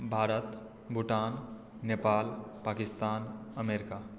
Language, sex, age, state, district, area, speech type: Maithili, male, 18-30, Bihar, Madhubani, rural, spontaneous